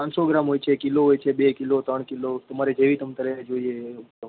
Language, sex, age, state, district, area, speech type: Gujarati, male, 18-30, Gujarat, Ahmedabad, urban, conversation